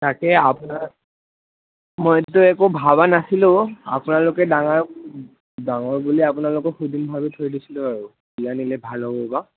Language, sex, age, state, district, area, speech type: Assamese, male, 18-30, Assam, Udalguri, rural, conversation